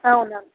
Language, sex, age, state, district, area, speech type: Telugu, female, 30-45, Andhra Pradesh, N T Rama Rao, rural, conversation